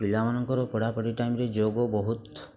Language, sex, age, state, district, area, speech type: Odia, male, 45-60, Odisha, Mayurbhanj, rural, spontaneous